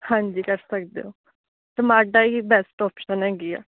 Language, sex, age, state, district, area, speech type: Punjabi, female, 18-30, Punjab, Kapurthala, urban, conversation